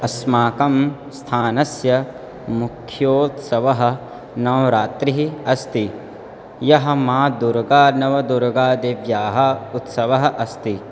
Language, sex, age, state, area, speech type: Sanskrit, male, 18-30, Uttar Pradesh, rural, spontaneous